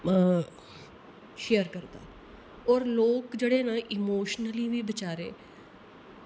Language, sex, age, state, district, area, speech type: Dogri, female, 30-45, Jammu and Kashmir, Kathua, rural, spontaneous